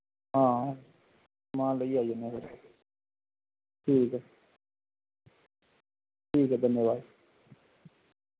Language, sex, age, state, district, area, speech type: Dogri, male, 30-45, Jammu and Kashmir, Reasi, rural, conversation